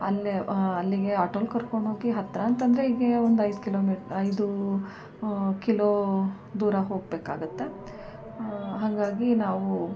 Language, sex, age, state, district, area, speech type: Kannada, female, 45-60, Karnataka, Mysore, rural, spontaneous